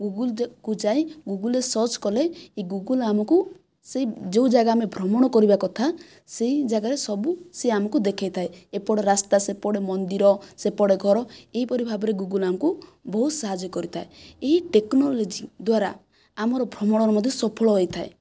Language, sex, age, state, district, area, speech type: Odia, female, 45-60, Odisha, Kandhamal, rural, spontaneous